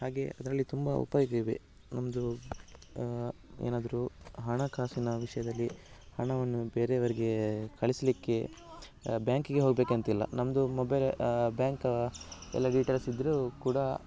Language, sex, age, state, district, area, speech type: Kannada, male, 30-45, Karnataka, Dakshina Kannada, rural, spontaneous